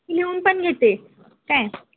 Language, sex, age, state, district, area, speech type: Marathi, female, 18-30, Maharashtra, Kolhapur, urban, conversation